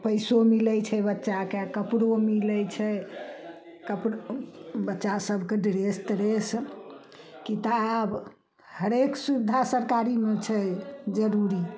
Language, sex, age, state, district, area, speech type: Maithili, female, 60+, Bihar, Samastipur, rural, spontaneous